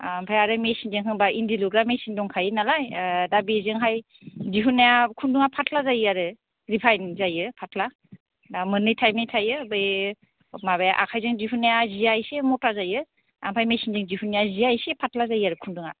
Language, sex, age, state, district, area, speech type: Bodo, female, 30-45, Assam, Kokrajhar, rural, conversation